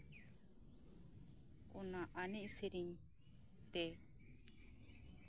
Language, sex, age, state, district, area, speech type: Santali, female, 30-45, West Bengal, Birbhum, rural, spontaneous